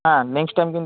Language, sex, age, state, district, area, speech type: Bengali, male, 18-30, West Bengal, Uttar Dinajpur, rural, conversation